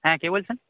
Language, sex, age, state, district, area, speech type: Bengali, male, 18-30, West Bengal, Darjeeling, rural, conversation